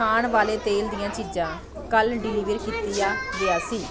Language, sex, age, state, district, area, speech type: Punjabi, female, 30-45, Punjab, Pathankot, rural, read